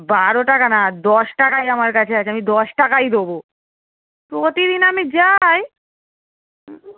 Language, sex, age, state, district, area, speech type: Bengali, female, 18-30, West Bengal, Darjeeling, rural, conversation